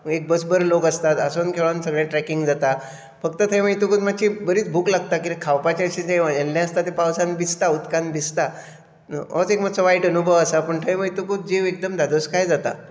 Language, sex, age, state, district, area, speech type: Goan Konkani, male, 60+, Goa, Bardez, urban, spontaneous